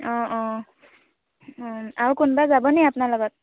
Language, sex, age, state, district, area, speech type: Assamese, female, 18-30, Assam, Sivasagar, rural, conversation